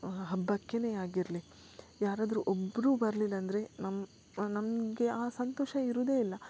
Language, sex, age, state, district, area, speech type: Kannada, female, 30-45, Karnataka, Udupi, rural, spontaneous